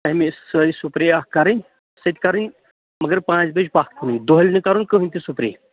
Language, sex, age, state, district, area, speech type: Kashmiri, male, 30-45, Jammu and Kashmir, Pulwama, urban, conversation